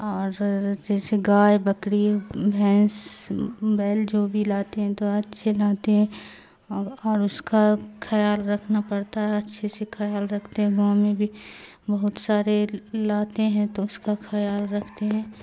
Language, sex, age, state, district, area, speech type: Urdu, female, 45-60, Bihar, Darbhanga, rural, spontaneous